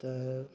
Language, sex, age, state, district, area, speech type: Maithili, male, 18-30, Bihar, Madhepura, rural, spontaneous